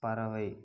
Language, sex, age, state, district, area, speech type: Tamil, male, 30-45, Tamil Nadu, Ariyalur, rural, read